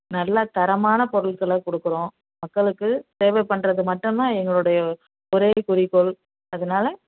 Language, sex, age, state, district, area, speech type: Tamil, female, 60+, Tamil Nadu, Nagapattinam, rural, conversation